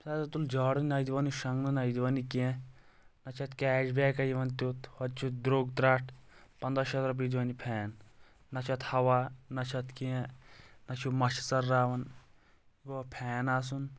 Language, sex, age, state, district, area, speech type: Kashmiri, male, 18-30, Jammu and Kashmir, Kulgam, rural, spontaneous